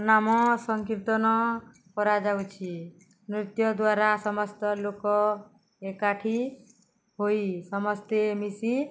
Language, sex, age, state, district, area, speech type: Odia, female, 60+, Odisha, Balangir, urban, spontaneous